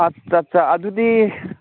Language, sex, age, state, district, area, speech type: Manipuri, male, 30-45, Manipur, Ukhrul, urban, conversation